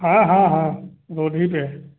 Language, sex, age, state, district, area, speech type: Hindi, male, 45-60, Uttar Pradesh, Hardoi, rural, conversation